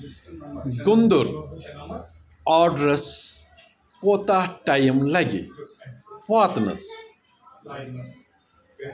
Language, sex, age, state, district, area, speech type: Kashmiri, male, 45-60, Jammu and Kashmir, Bandipora, rural, read